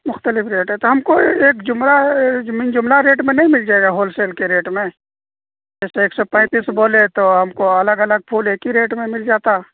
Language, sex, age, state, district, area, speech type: Urdu, male, 30-45, Bihar, Purnia, rural, conversation